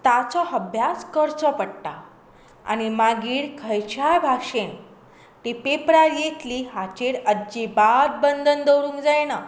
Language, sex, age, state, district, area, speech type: Goan Konkani, female, 18-30, Goa, Tiswadi, rural, spontaneous